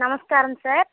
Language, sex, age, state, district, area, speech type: Telugu, female, 18-30, Andhra Pradesh, Vizianagaram, rural, conversation